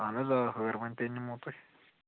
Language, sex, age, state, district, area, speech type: Kashmiri, male, 18-30, Jammu and Kashmir, Srinagar, urban, conversation